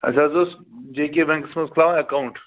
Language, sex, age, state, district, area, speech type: Kashmiri, male, 30-45, Jammu and Kashmir, Pulwama, rural, conversation